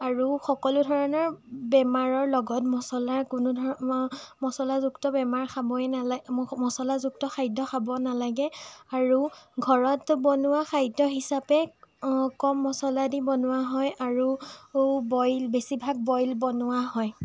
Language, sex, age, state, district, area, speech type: Assamese, female, 18-30, Assam, Sonitpur, rural, spontaneous